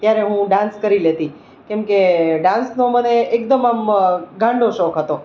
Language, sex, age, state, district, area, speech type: Gujarati, female, 30-45, Gujarat, Rajkot, urban, spontaneous